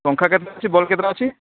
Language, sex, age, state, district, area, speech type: Odia, male, 45-60, Odisha, Sundergarh, urban, conversation